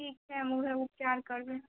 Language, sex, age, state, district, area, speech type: Maithili, female, 18-30, Bihar, Sitamarhi, urban, conversation